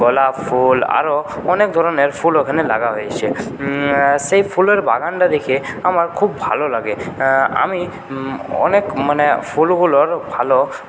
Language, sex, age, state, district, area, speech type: Bengali, male, 30-45, West Bengal, Purulia, rural, spontaneous